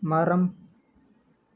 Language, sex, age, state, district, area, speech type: Tamil, male, 18-30, Tamil Nadu, Namakkal, rural, read